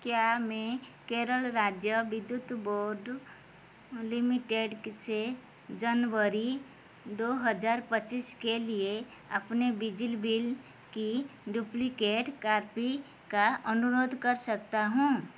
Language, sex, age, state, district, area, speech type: Hindi, female, 45-60, Madhya Pradesh, Chhindwara, rural, read